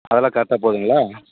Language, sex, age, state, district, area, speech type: Tamil, female, 18-30, Tamil Nadu, Dharmapuri, rural, conversation